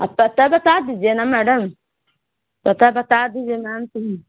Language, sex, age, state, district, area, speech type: Urdu, female, 30-45, Bihar, Gaya, urban, conversation